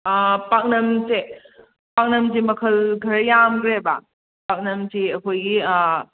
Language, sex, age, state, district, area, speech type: Manipuri, female, 18-30, Manipur, Kakching, rural, conversation